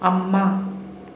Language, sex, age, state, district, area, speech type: Manipuri, female, 45-60, Manipur, Imphal West, rural, read